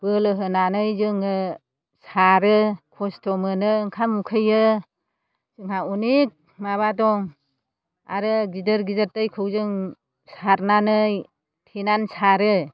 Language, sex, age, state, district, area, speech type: Bodo, female, 60+, Assam, Chirang, rural, spontaneous